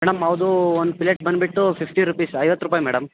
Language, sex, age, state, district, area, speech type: Kannada, male, 18-30, Karnataka, Chitradurga, rural, conversation